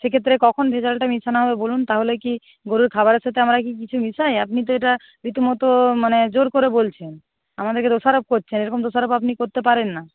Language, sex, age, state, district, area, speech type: Bengali, female, 45-60, West Bengal, Nadia, rural, conversation